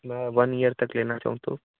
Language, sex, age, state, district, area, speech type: Hindi, male, 18-30, Uttar Pradesh, Varanasi, rural, conversation